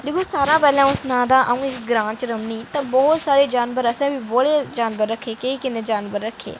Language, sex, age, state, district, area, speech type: Dogri, female, 30-45, Jammu and Kashmir, Udhampur, urban, spontaneous